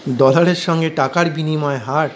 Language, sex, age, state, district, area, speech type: Bengali, male, 45-60, West Bengal, Paschim Bardhaman, urban, read